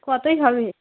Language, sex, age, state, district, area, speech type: Bengali, female, 30-45, West Bengal, Darjeeling, rural, conversation